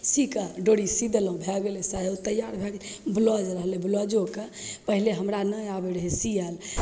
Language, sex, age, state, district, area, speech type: Maithili, female, 30-45, Bihar, Begusarai, urban, spontaneous